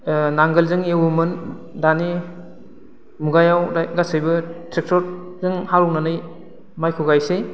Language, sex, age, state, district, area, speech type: Bodo, male, 30-45, Assam, Udalguri, rural, spontaneous